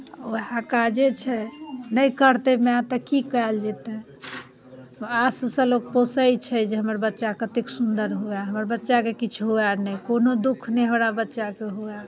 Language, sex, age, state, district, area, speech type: Maithili, female, 45-60, Bihar, Muzaffarpur, urban, spontaneous